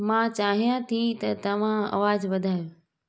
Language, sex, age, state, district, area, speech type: Sindhi, female, 30-45, Gujarat, Junagadh, rural, read